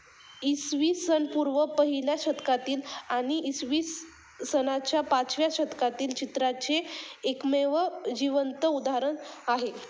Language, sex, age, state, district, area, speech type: Marathi, female, 18-30, Maharashtra, Ahmednagar, urban, spontaneous